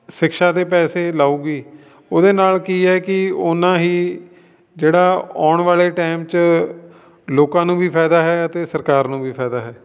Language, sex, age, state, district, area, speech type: Punjabi, male, 45-60, Punjab, Fatehgarh Sahib, urban, spontaneous